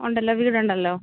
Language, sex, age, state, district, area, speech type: Malayalam, female, 30-45, Kerala, Pathanamthitta, urban, conversation